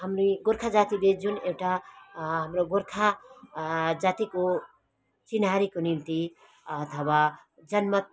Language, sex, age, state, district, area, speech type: Nepali, female, 45-60, West Bengal, Kalimpong, rural, spontaneous